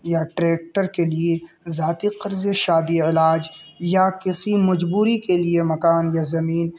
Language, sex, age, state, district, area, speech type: Urdu, male, 18-30, Uttar Pradesh, Balrampur, rural, spontaneous